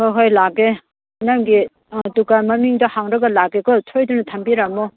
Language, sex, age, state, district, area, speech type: Manipuri, female, 60+, Manipur, Churachandpur, rural, conversation